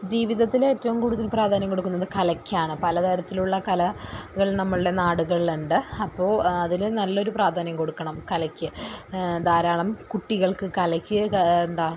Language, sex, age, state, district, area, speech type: Malayalam, female, 30-45, Kerala, Thrissur, rural, spontaneous